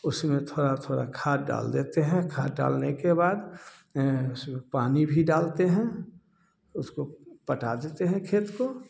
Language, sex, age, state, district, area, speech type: Hindi, male, 60+, Bihar, Samastipur, urban, spontaneous